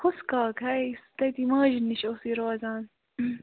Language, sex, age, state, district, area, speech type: Kashmiri, female, 18-30, Jammu and Kashmir, Budgam, rural, conversation